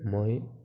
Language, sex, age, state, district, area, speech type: Assamese, male, 18-30, Assam, Barpeta, rural, spontaneous